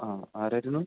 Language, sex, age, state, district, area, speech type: Malayalam, male, 18-30, Kerala, Idukki, rural, conversation